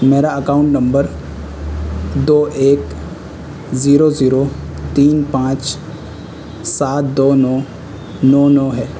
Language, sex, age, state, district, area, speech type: Urdu, male, 18-30, Delhi, North West Delhi, urban, spontaneous